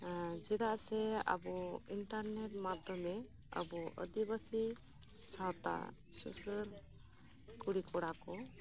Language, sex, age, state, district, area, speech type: Santali, female, 30-45, West Bengal, Birbhum, rural, spontaneous